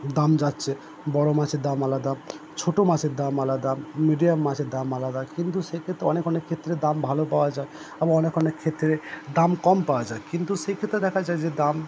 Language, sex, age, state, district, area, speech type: Bengali, male, 30-45, West Bengal, Purba Bardhaman, urban, spontaneous